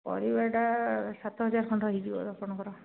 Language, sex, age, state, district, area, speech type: Odia, other, 60+, Odisha, Jajpur, rural, conversation